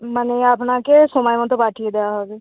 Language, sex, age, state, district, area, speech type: Bengali, female, 18-30, West Bengal, North 24 Parganas, urban, conversation